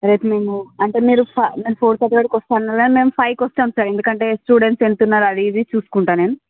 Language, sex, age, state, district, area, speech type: Telugu, female, 60+, Andhra Pradesh, Visakhapatnam, urban, conversation